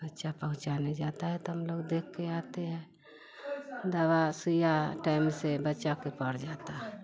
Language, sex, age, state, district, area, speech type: Hindi, female, 45-60, Bihar, Vaishali, rural, spontaneous